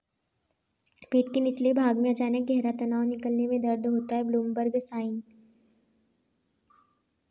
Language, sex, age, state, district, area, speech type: Hindi, female, 18-30, Madhya Pradesh, Ujjain, urban, read